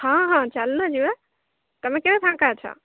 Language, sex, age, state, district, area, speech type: Odia, female, 18-30, Odisha, Jagatsinghpur, rural, conversation